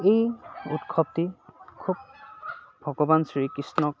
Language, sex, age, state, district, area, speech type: Assamese, male, 30-45, Assam, Dhemaji, urban, spontaneous